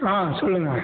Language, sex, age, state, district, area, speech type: Tamil, male, 45-60, Tamil Nadu, Cuddalore, rural, conversation